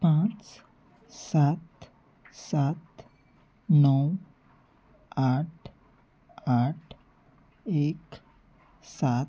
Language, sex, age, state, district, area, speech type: Goan Konkani, male, 18-30, Goa, Salcete, rural, read